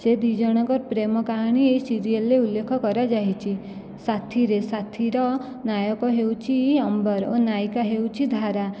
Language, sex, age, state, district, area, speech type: Odia, female, 18-30, Odisha, Jajpur, rural, spontaneous